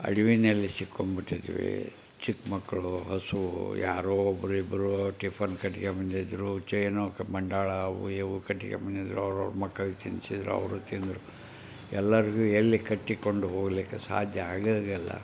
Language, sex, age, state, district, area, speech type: Kannada, male, 60+, Karnataka, Koppal, rural, spontaneous